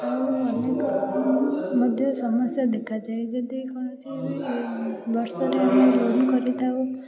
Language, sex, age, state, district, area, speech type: Odia, female, 45-60, Odisha, Puri, urban, spontaneous